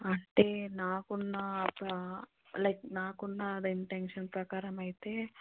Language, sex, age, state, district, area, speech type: Telugu, female, 18-30, Telangana, Hyderabad, urban, conversation